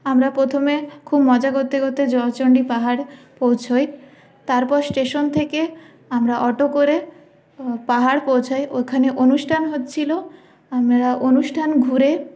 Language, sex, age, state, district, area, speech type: Bengali, female, 18-30, West Bengal, Purulia, urban, spontaneous